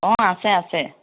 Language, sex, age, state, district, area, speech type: Assamese, female, 30-45, Assam, Biswanath, rural, conversation